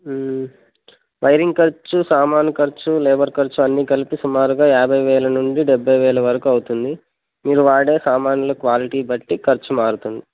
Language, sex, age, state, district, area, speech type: Telugu, male, 18-30, Telangana, Nagarkurnool, urban, conversation